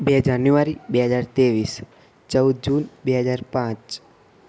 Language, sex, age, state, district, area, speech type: Gujarati, male, 18-30, Gujarat, Ahmedabad, urban, spontaneous